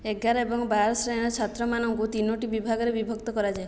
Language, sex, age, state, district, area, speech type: Odia, female, 18-30, Odisha, Jajpur, rural, read